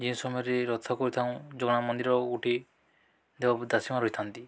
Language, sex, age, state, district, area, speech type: Odia, male, 18-30, Odisha, Balangir, urban, spontaneous